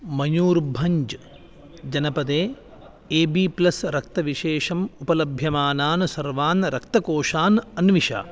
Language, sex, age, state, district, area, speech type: Sanskrit, male, 30-45, Karnataka, Uttara Kannada, urban, read